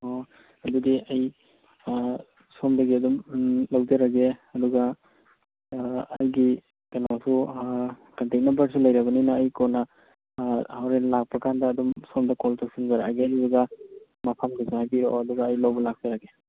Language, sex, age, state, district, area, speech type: Manipuri, male, 30-45, Manipur, Kakching, rural, conversation